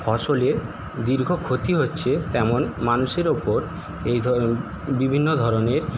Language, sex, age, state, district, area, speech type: Bengali, male, 60+, West Bengal, Paschim Medinipur, rural, spontaneous